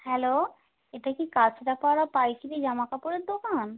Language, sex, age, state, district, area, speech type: Bengali, female, 30-45, West Bengal, North 24 Parganas, urban, conversation